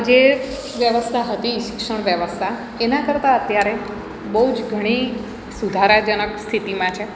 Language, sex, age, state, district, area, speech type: Gujarati, female, 45-60, Gujarat, Surat, urban, spontaneous